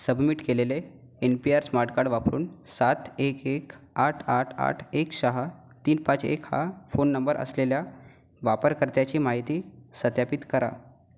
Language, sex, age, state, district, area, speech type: Marathi, female, 18-30, Maharashtra, Gondia, rural, read